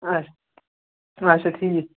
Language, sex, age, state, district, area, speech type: Kashmiri, male, 18-30, Jammu and Kashmir, Srinagar, urban, conversation